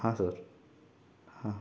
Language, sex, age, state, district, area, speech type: Marathi, male, 18-30, Maharashtra, Ratnagiri, urban, spontaneous